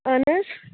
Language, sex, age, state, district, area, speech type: Kashmiri, female, 45-60, Jammu and Kashmir, Srinagar, urban, conversation